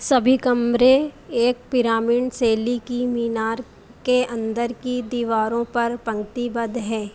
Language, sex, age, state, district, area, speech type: Hindi, female, 45-60, Madhya Pradesh, Harda, urban, read